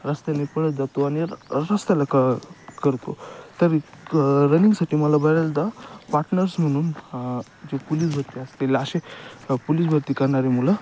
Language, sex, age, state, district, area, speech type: Marathi, male, 18-30, Maharashtra, Ahmednagar, rural, spontaneous